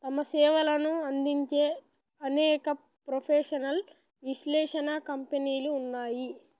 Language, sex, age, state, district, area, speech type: Telugu, male, 18-30, Telangana, Nalgonda, rural, read